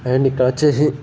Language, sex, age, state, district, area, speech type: Telugu, male, 18-30, Telangana, Nirmal, rural, spontaneous